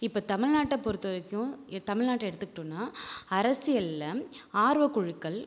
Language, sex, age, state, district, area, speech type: Tamil, female, 30-45, Tamil Nadu, Viluppuram, urban, spontaneous